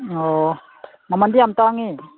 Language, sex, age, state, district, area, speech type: Manipuri, male, 45-60, Manipur, Churachandpur, rural, conversation